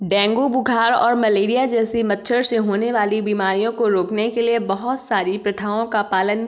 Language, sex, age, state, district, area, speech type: Hindi, female, 18-30, Madhya Pradesh, Ujjain, urban, spontaneous